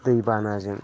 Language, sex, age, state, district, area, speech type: Bodo, male, 45-60, Assam, Udalguri, rural, spontaneous